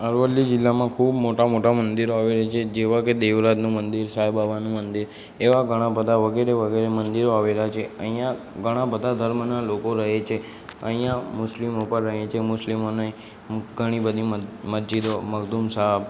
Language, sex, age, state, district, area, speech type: Gujarati, male, 18-30, Gujarat, Aravalli, urban, spontaneous